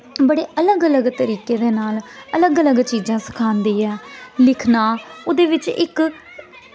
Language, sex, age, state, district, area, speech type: Dogri, female, 18-30, Jammu and Kashmir, Samba, urban, spontaneous